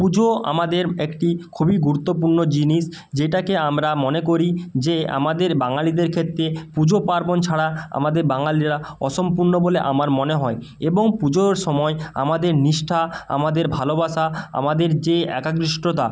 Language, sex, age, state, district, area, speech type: Bengali, male, 30-45, West Bengal, North 24 Parganas, rural, spontaneous